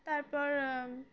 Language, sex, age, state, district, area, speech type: Bengali, female, 18-30, West Bengal, Dakshin Dinajpur, urban, spontaneous